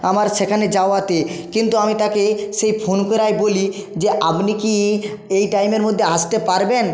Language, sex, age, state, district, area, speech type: Bengali, male, 30-45, West Bengal, Jhargram, rural, spontaneous